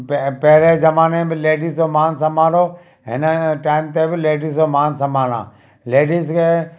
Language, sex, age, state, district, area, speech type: Sindhi, male, 45-60, Gujarat, Kutch, urban, spontaneous